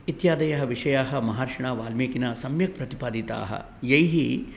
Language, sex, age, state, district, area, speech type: Sanskrit, male, 60+, Telangana, Peddapalli, urban, spontaneous